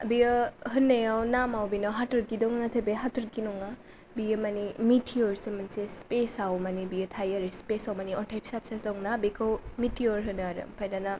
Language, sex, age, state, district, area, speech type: Bodo, female, 18-30, Assam, Kokrajhar, rural, spontaneous